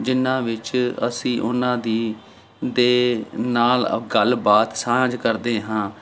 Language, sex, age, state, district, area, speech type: Punjabi, male, 45-60, Punjab, Jalandhar, urban, spontaneous